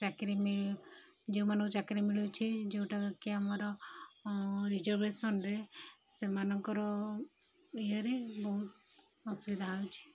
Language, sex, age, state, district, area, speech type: Odia, female, 30-45, Odisha, Sundergarh, urban, spontaneous